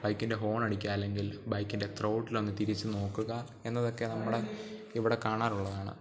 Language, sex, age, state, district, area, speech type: Malayalam, male, 18-30, Kerala, Pathanamthitta, rural, spontaneous